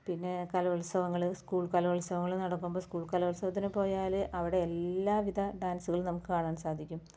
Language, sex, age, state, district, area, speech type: Malayalam, female, 30-45, Kerala, Ernakulam, rural, spontaneous